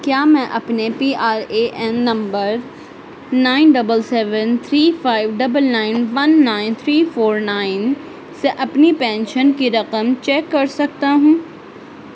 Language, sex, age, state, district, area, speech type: Urdu, female, 30-45, Delhi, Central Delhi, urban, read